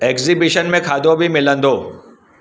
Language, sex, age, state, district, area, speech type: Sindhi, male, 45-60, Maharashtra, Mumbai Suburban, urban, read